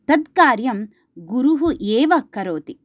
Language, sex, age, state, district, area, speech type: Sanskrit, female, 30-45, Karnataka, Chikkamagaluru, rural, spontaneous